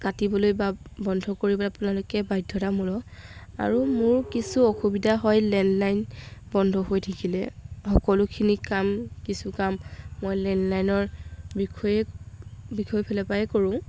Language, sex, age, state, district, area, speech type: Assamese, female, 18-30, Assam, Golaghat, urban, spontaneous